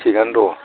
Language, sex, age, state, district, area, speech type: Bodo, male, 45-60, Assam, Udalguri, rural, conversation